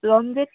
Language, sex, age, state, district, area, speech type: Assamese, female, 18-30, Assam, Dibrugarh, rural, conversation